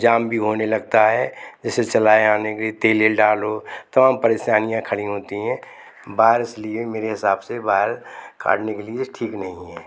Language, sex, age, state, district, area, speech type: Hindi, male, 60+, Madhya Pradesh, Gwalior, rural, spontaneous